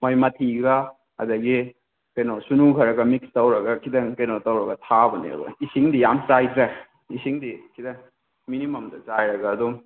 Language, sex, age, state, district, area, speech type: Manipuri, male, 18-30, Manipur, Kakching, rural, conversation